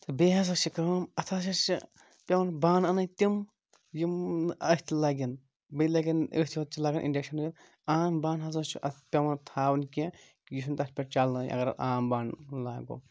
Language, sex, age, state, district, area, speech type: Kashmiri, male, 18-30, Jammu and Kashmir, Kulgam, rural, spontaneous